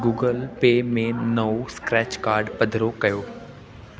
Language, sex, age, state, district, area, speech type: Sindhi, male, 18-30, Delhi, South Delhi, urban, read